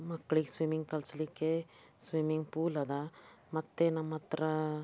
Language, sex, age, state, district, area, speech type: Kannada, female, 60+, Karnataka, Bidar, urban, spontaneous